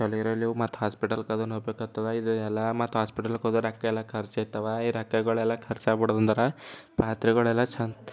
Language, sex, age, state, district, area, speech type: Kannada, male, 18-30, Karnataka, Bidar, urban, spontaneous